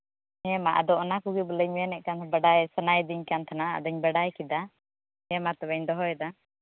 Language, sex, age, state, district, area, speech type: Santali, female, 18-30, West Bengal, Uttar Dinajpur, rural, conversation